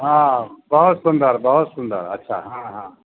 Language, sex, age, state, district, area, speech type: Maithili, male, 45-60, Bihar, Sitamarhi, rural, conversation